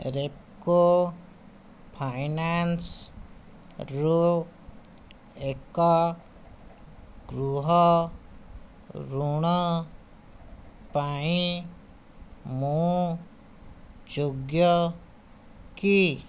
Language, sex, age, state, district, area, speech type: Odia, male, 60+, Odisha, Khordha, rural, read